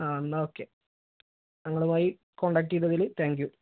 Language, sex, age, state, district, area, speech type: Malayalam, male, 18-30, Kerala, Malappuram, rural, conversation